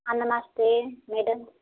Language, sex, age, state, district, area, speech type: Hindi, female, 45-60, Uttar Pradesh, Prayagraj, rural, conversation